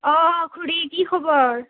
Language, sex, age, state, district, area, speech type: Assamese, female, 18-30, Assam, Nalbari, rural, conversation